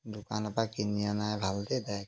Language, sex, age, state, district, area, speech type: Assamese, male, 30-45, Assam, Jorhat, urban, spontaneous